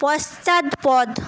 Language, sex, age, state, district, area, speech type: Bengali, female, 18-30, West Bengal, Paschim Medinipur, rural, read